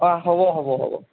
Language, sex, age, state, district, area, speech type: Assamese, male, 18-30, Assam, Lakhimpur, rural, conversation